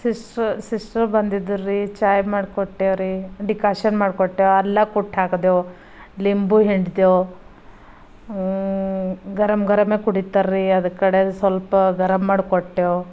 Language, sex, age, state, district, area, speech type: Kannada, female, 45-60, Karnataka, Bidar, rural, spontaneous